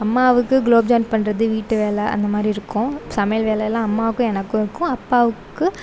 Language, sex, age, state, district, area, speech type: Tamil, female, 18-30, Tamil Nadu, Sivaganga, rural, spontaneous